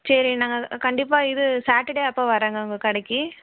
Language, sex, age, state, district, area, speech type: Tamil, female, 18-30, Tamil Nadu, Erode, rural, conversation